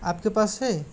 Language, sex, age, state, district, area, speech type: Hindi, male, 18-30, Rajasthan, Jaipur, urban, spontaneous